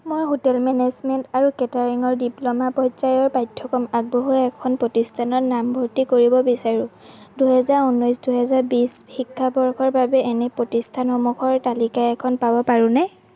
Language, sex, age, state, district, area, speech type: Assamese, female, 18-30, Assam, Lakhimpur, rural, read